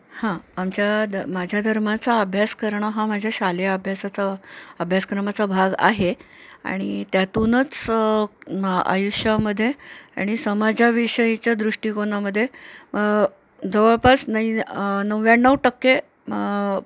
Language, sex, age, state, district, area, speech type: Marathi, female, 45-60, Maharashtra, Nanded, rural, spontaneous